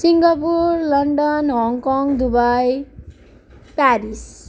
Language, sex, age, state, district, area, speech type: Nepali, female, 18-30, West Bengal, Kalimpong, rural, spontaneous